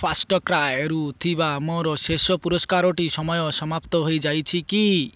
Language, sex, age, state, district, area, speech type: Odia, male, 30-45, Odisha, Malkangiri, urban, read